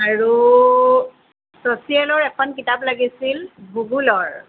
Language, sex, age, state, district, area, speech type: Assamese, female, 45-60, Assam, Sonitpur, urban, conversation